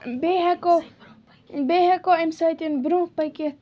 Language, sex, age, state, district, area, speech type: Kashmiri, female, 30-45, Jammu and Kashmir, Baramulla, rural, spontaneous